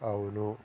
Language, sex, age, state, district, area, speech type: Telugu, male, 18-30, Telangana, Ranga Reddy, urban, read